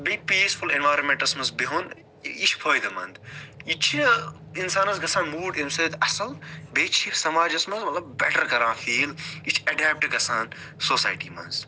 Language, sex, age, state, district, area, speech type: Kashmiri, male, 45-60, Jammu and Kashmir, Budgam, urban, spontaneous